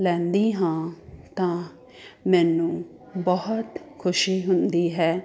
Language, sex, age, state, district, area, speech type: Punjabi, female, 30-45, Punjab, Ludhiana, urban, spontaneous